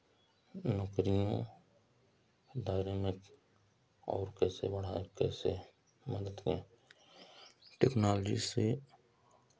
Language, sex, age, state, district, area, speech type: Hindi, male, 30-45, Uttar Pradesh, Chandauli, rural, spontaneous